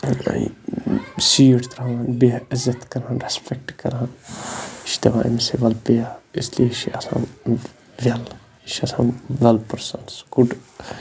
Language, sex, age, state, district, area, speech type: Kashmiri, male, 30-45, Jammu and Kashmir, Baramulla, rural, spontaneous